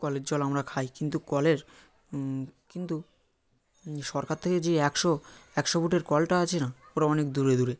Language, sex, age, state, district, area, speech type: Bengali, male, 18-30, West Bengal, South 24 Parganas, rural, spontaneous